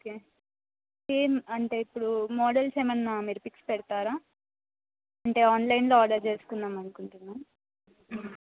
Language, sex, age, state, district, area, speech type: Telugu, female, 18-30, Telangana, Adilabad, urban, conversation